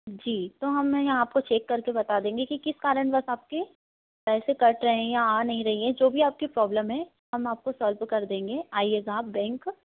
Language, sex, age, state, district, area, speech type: Hindi, female, 18-30, Madhya Pradesh, Harda, urban, conversation